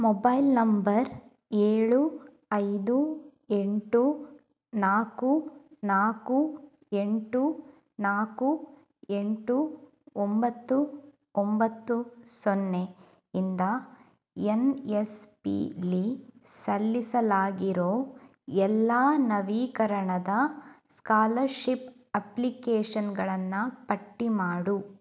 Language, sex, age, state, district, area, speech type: Kannada, female, 18-30, Karnataka, Udupi, rural, read